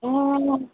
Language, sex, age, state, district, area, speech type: Nepali, female, 45-60, West Bengal, Jalpaiguri, urban, conversation